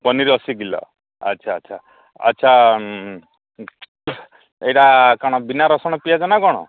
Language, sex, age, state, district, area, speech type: Odia, male, 45-60, Odisha, Koraput, rural, conversation